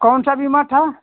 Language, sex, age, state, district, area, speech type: Hindi, male, 45-60, Uttar Pradesh, Hardoi, rural, conversation